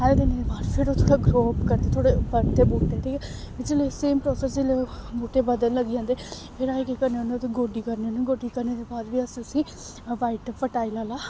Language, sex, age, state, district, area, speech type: Dogri, female, 18-30, Jammu and Kashmir, Samba, rural, spontaneous